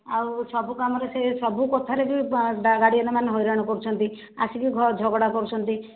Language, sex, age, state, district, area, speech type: Odia, female, 60+, Odisha, Jajpur, rural, conversation